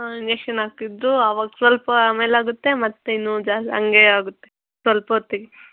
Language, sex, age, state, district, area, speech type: Kannada, female, 18-30, Karnataka, Kolar, rural, conversation